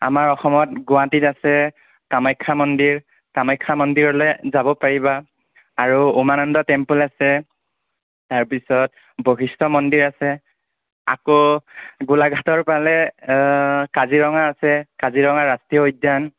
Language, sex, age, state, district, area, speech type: Assamese, male, 45-60, Assam, Nagaon, rural, conversation